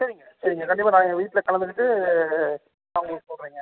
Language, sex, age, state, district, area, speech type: Tamil, male, 18-30, Tamil Nadu, Sivaganga, rural, conversation